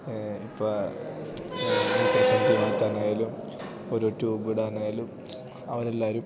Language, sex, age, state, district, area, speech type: Malayalam, male, 18-30, Kerala, Idukki, rural, spontaneous